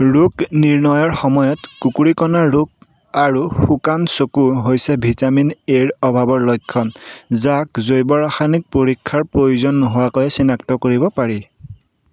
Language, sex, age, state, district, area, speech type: Assamese, male, 18-30, Assam, Golaghat, urban, read